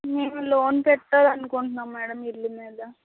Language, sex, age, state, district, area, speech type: Telugu, female, 18-30, Andhra Pradesh, Anakapalli, rural, conversation